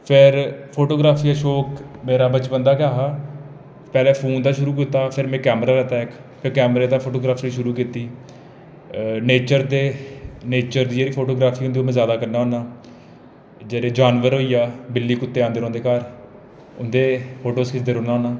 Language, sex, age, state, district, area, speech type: Dogri, male, 18-30, Jammu and Kashmir, Jammu, rural, spontaneous